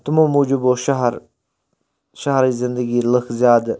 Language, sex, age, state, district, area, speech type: Kashmiri, male, 30-45, Jammu and Kashmir, Baramulla, rural, spontaneous